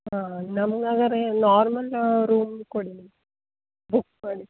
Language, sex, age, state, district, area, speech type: Kannada, female, 18-30, Karnataka, Uttara Kannada, rural, conversation